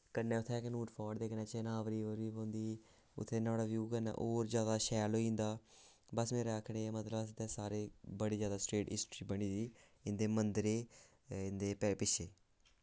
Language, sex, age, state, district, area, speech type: Dogri, male, 18-30, Jammu and Kashmir, Samba, urban, spontaneous